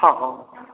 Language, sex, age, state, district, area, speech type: Maithili, male, 60+, Bihar, Madhubani, urban, conversation